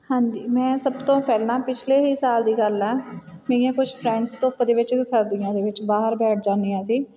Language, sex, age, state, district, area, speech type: Punjabi, female, 30-45, Punjab, Fatehgarh Sahib, rural, spontaneous